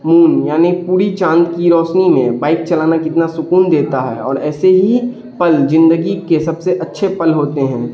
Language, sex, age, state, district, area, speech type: Urdu, male, 18-30, Bihar, Darbhanga, rural, spontaneous